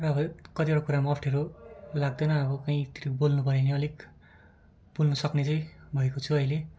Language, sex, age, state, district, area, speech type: Nepali, male, 18-30, West Bengal, Darjeeling, rural, spontaneous